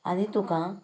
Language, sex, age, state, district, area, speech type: Goan Konkani, female, 18-30, Goa, Canacona, rural, spontaneous